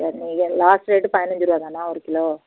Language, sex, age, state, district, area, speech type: Tamil, female, 45-60, Tamil Nadu, Thoothukudi, rural, conversation